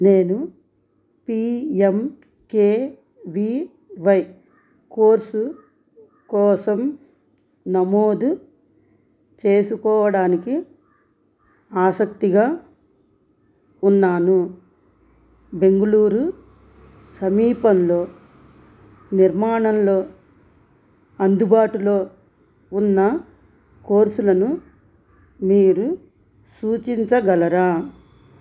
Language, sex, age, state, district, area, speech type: Telugu, female, 45-60, Andhra Pradesh, Krishna, rural, read